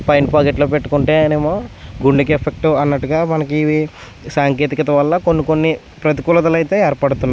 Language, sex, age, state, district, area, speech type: Telugu, male, 30-45, Andhra Pradesh, West Godavari, rural, spontaneous